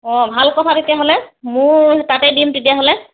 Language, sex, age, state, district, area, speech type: Assamese, female, 60+, Assam, Charaideo, urban, conversation